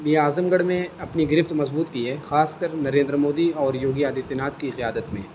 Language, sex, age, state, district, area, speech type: Urdu, male, 30-45, Uttar Pradesh, Azamgarh, rural, spontaneous